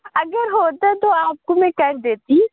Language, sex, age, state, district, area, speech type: Urdu, female, 45-60, Uttar Pradesh, Lucknow, rural, conversation